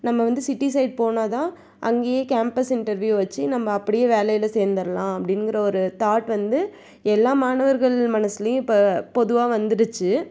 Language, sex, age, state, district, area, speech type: Tamil, female, 45-60, Tamil Nadu, Tiruvarur, rural, spontaneous